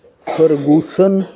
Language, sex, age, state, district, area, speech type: Punjabi, male, 60+, Punjab, Fazilka, rural, spontaneous